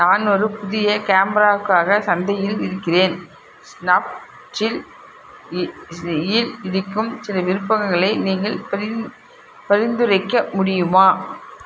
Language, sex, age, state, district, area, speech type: Tamil, female, 60+, Tamil Nadu, Krishnagiri, rural, read